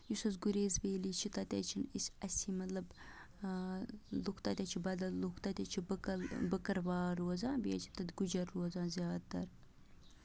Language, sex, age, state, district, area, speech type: Kashmiri, female, 18-30, Jammu and Kashmir, Bandipora, rural, spontaneous